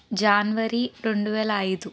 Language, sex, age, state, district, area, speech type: Telugu, female, 18-30, Andhra Pradesh, Palnadu, urban, spontaneous